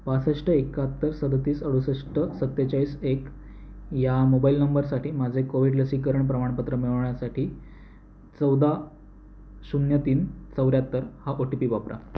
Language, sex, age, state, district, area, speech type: Marathi, male, 18-30, Maharashtra, Raigad, rural, read